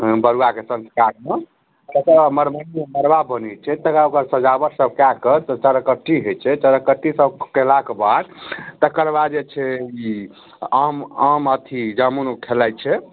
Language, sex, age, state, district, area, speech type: Maithili, male, 30-45, Bihar, Darbhanga, rural, conversation